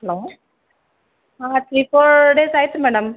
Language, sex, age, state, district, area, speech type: Kannada, female, 30-45, Karnataka, Gulbarga, urban, conversation